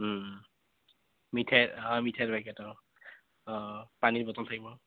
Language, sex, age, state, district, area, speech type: Assamese, male, 18-30, Assam, Goalpara, urban, conversation